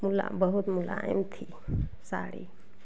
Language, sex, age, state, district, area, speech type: Hindi, female, 30-45, Uttar Pradesh, Jaunpur, rural, spontaneous